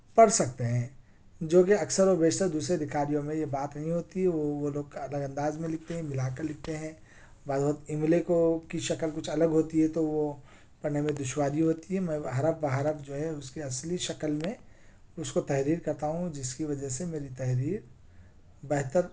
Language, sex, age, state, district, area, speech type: Urdu, male, 30-45, Telangana, Hyderabad, urban, spontaneous